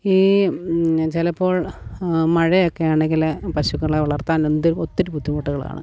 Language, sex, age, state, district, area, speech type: Malayalam, female, 30-45, Kerala, Alappuzha, rural, spontaneous